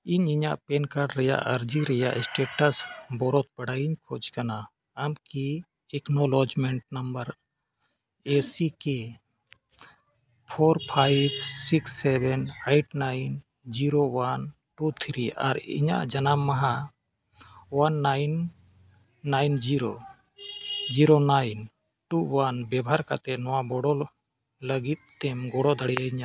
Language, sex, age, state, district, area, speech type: Santali, male, 45-60, Jharkhand, Bokaro, rural, read